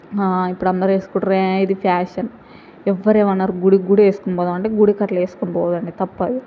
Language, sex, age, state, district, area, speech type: Telugu, female, 18-30, Telangana, Mahbubnagar, rural, spontaneous